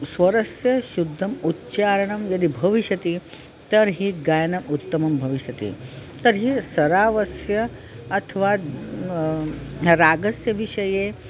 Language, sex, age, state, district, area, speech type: Sanskrit, female, 45-60, Maharashtra, Nagpur, urban, spontaneous